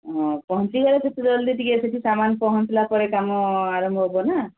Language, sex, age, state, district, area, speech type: Odia, female, 45-60, Odisha, Sundergarh, rural, conversation